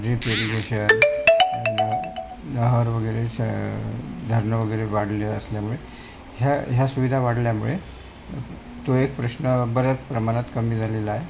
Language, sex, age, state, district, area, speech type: Marathi, male, 60+, Maharashtra, Wardha, urban, spontaneous